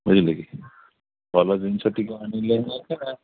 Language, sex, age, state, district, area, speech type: Odia, male, 60+, Odisha, Gajapati, rural, conversation